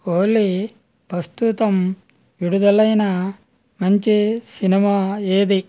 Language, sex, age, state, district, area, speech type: Telugu, male, 60+, Andhra Pradesh, West Godavari, rural, read